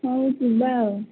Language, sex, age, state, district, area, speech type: Odia, female, 60+, Odisha, Gajapati, rural, conversation